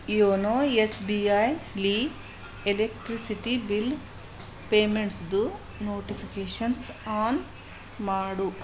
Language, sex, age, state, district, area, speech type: Kannada, female, 45-60, Karnataka, Bidar, urban, read